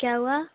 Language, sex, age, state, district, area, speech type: Hindi, female, 18-30, Uttar Pradesh, Bhadohi, urban, conversation